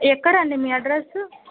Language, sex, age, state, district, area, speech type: Telugu, female, 18-30, Andhra Pradesh, Guntur, rural, conversation